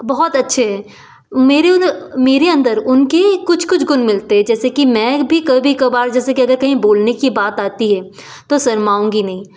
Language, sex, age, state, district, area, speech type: Hindi, female, 30-45, Madhya Pradesh, Betul, urban, spontaneous